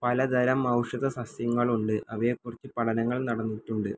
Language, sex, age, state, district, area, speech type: Malayalam, male, 18-30, Kerala, Wayanad, rural, read